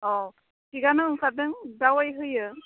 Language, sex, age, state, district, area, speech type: Bodo, female, 30-45, Assam, Udalguri, urban, conversation